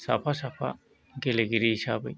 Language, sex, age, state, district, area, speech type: Bodo, male, 60+, Assam, Kokrajhar, rural, spontaneous